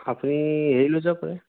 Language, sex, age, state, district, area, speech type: Assamese, male, 18-30, Assam, Sonitpur, rural, conversation